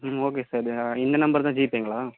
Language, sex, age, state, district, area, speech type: Tamil, male, 18-30, Tamil Nadu, Vellore, rural, conversation